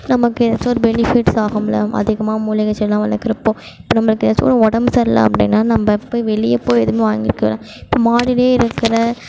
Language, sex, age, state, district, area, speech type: Tamil, female, 18-30, Tamil Nadu, Mayiladuthurai, urban, spontaneous